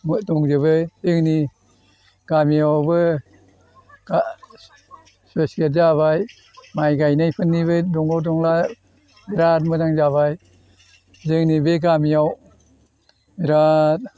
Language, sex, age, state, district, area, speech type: Bodo, male, 60+, Assam, Chirang, rural, spontaneous